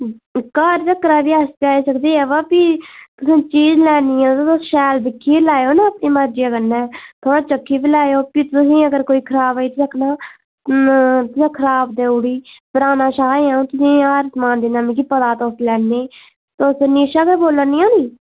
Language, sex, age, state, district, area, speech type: Dogri, female, 18-30, Jammu and Kashmir, Udhampur, rural, conversation